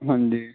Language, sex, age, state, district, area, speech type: Punjabi, male, 18-30, Punjab, Fazilka, rural, conversation